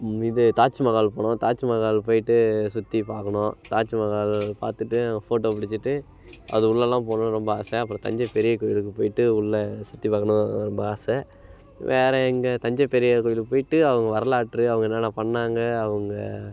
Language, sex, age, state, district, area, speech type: Tamil, male, 18-30, Tamil Nadu, Kallakurichi, urban, spontaneous